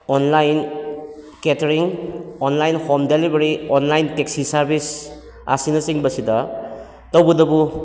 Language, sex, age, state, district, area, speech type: Manipuri, male, 45-60, Manipur, Kakching, rural, spontaneous